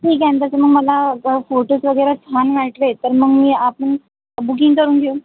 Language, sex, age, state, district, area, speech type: Marathi, female, 18-30, Maharashtra, Nagpur, urban, conversation